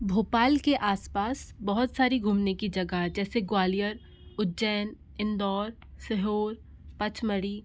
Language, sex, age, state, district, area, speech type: Hindi, female, 45-60, Madhya Pradesh, Bhopal, urban, spontaneous